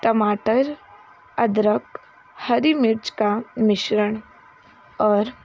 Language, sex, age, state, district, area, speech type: Hindi, female, 30-45, Uttar Pradesh, Sonbhadra, rural, spontaneous